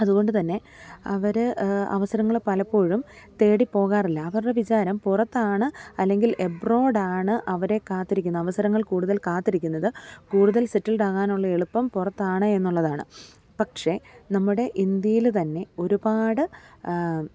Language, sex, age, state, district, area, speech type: Malayalam, female, 30-45, Kerala, Alappuzha, rural, spontaneous